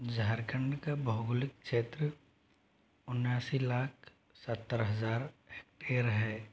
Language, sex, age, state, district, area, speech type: Hindi, male, 45-60, Rajasthan, Jodhpur, rural, read